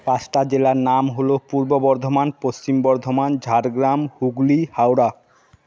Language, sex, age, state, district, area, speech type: Bengali, male, 30-45, West Bengal, Jhargram, rural, spontaneous